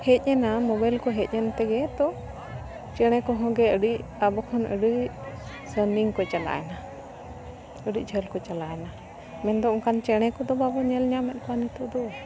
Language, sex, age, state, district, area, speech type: Santali, female, 18-30, Jharkhand, Bokaro, rural, spontaneous